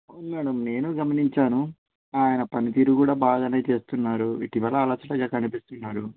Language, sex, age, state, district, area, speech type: Telugu, male, 18-30, Telangana, Hyderabad, urban, conversation